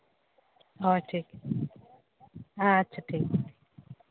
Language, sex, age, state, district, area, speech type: Santali, female, 30-45, Jharkhand, Seraikela Kharsawan, rural, conversation